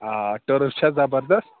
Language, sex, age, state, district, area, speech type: Kashmiri, male, 18-30, Jammu and Kashmir, Pulwama, rural, conversation